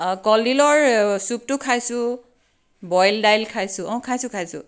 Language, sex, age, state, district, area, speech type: Assamese, female, 45-60, Assam, Tinsukia, urban, spontaneous